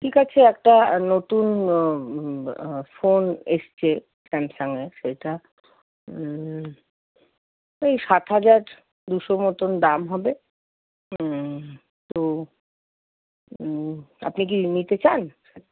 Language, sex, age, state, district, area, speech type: Bengali, female, 60+, West Bengal, Paschim Bardhaman, urban, conversation